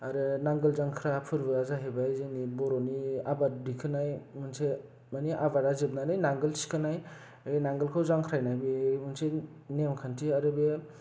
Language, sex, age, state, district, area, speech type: Bodo, male, 18-30, Assam, Kokrajhar, rural, spontaneous